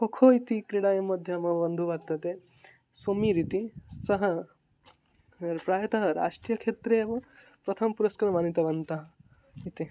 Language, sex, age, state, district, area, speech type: Sanskrit, male, 18-30, Odisha, Mayurbhanj, rural, spontaneous